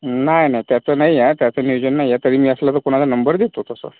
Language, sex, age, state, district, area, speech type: Marathi, male, 18-30, Maharashtra, Yavatmal, rural, conversation